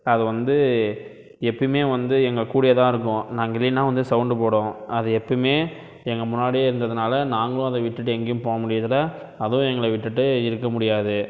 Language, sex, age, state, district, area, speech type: Tamil, male, 18-30, Tamil Nadu, Krishnagiri, rural, spontaneous